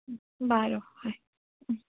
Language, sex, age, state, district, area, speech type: Assamese, female, 18-30, Assam, Nagaon, rural, conversation